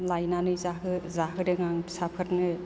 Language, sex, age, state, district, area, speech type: Bodo, female, 60+, Assam, Chirang, rural, spontaneous